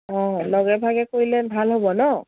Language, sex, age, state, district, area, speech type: Assamese, female, 18-30, Assam, Dibrugarh, rural, conversation